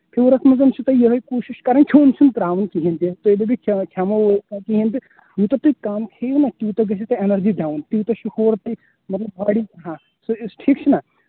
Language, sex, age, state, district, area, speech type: Kashmiri, male, 18-30, Jammu and Kashmir, Ganderbal, rural, conversation